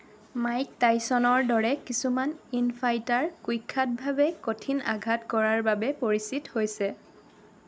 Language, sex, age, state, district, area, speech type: Assamese, female, 18-30, Assam, Lakhimpur, urban, read